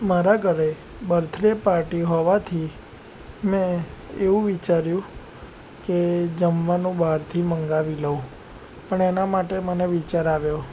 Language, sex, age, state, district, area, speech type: Gujarati, male, 18-30, Gujarat, Anand, urban, spontaneous